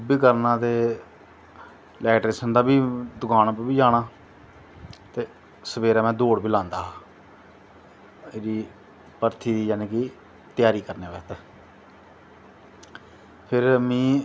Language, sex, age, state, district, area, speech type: Dogri, male, 30-45, Jammu and Kashmir, Jammu, rural, spontaneous